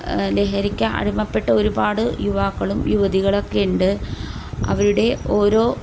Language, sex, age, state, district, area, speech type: Malayalam, female, 30-45, Kerala, Kozhikode, rural, spontaneous